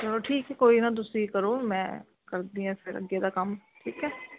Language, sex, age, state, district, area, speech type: Punjabi, female, 30-45, Punjab, Ludhiana, urban, conversation